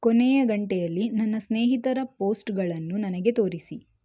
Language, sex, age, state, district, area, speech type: Kannada, female, 18-30, Karnataka, Shimoga, rural, read